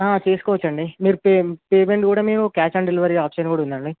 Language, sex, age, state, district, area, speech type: Telugu, male, 18-30, Telangana, Ranga Reddy, urban, conversation